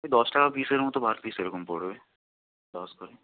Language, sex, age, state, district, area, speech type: Bengali, male, 60+, West Bengal, Purba Medinipur, rural, conversation